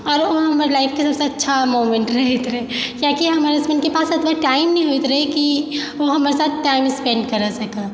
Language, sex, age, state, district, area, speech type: Maithili, female, 30-45, Bihar, Supaul, rural, spontaneous